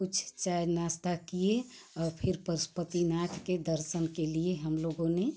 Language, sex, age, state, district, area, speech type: Hindi, female, 45-60, Uttar Pradesh, Ghazipur, rural, spontaneous